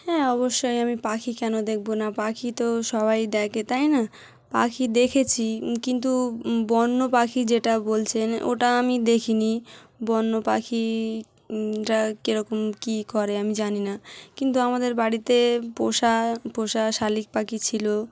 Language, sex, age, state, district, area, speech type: Bengali, female, 30-45, West Bengal, Dakshin Dinajpur, urban, spontaneous